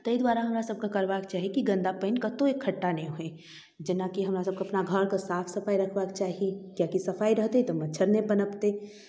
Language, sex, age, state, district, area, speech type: Maithili, female, 18-30, Bihar, Darbhanga, rural, spontaneous